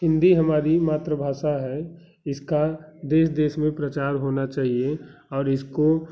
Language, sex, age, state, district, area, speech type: Hindi, male, 30-45, Uttar Pradesh, Bhadohi, urban, spontaneous